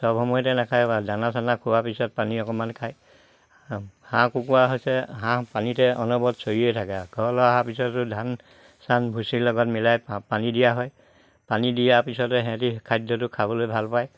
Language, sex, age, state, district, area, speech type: Assamese, male, 60+, Assam, Lakhimpur, urban, spontaneous